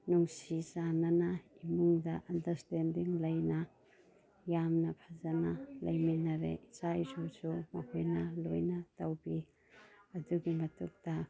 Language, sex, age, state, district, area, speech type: Manipuri, female, 30-45, Manipur, Imphal East, rural, spontaneous